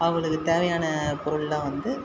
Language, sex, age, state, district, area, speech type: Tamil, male, 18-30, Tamil Nadu, Viluppuram, urban, spontaneous